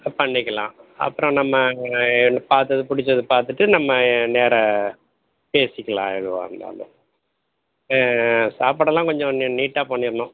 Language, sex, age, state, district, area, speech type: Tamil, male, 60+, Tamil Nadu, Madurai, rural, conversation